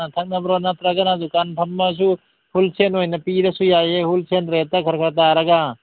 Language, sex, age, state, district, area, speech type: Manipuri, male, 45-60, Manipur, Imphal East, rural, conversation